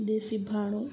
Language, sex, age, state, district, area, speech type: Gujarati, female, 18-30, Gujarat, Kutch, rural, spontaneous